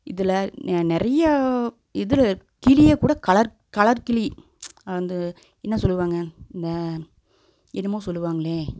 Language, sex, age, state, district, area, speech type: Tamil, female, 30-45, Tamil Nadu, Coimbatore, urban, spontaneous